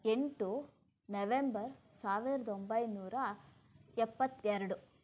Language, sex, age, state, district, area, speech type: Kannada, female, 30-45, Karnataka, Shimoga, rural, spontaneous